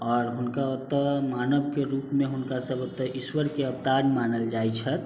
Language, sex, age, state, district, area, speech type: Maithili, male, 18-30, Bihar, Sitamarhi, urban, spontaneous